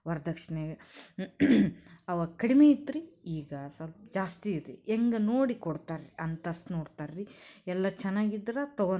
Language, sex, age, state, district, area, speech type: Kannada, female, 30-45, Karnataka, Koppal, rural, spontaneous